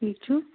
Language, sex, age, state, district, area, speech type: Kashmiri, female, 30-45, Jammu and Kashmir, Anantnag, rural, conversation